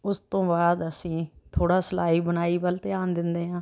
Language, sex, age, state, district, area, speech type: Punjabi, female, 60+, Punjab, Rupnagar, urban, spontaneous